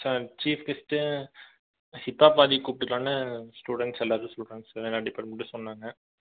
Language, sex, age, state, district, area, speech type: Tamil, male, 18-30, Tamil Nadu, Erode, rural, conversation